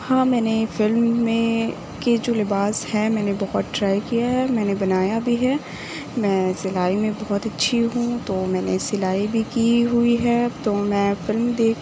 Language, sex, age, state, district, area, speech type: Urdu, female, 18-30, Uttar Pradesh, Mau, urban, spontaneous